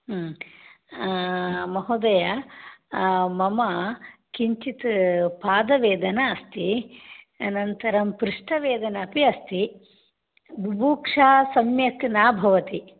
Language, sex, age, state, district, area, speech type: Sanskrit, female, 60+, Karnataka, Udupi, rural, conversation